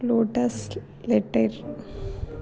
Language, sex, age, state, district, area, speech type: Telugu, female, 18-30, Telangana, Adilabad, urban, spontaneous